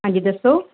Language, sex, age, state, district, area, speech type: Punjabi, female, 45-60, Punjab, Mohali, urban, conversation